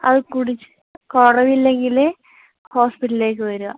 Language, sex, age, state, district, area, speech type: Malayalam, female, 18-30, Kerala, Wayanad, rural, conversation